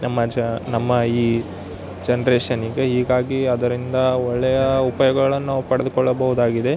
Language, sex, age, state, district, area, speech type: Kannada, male, 18-30, Karnataka, Yadgir, rural, spontaneous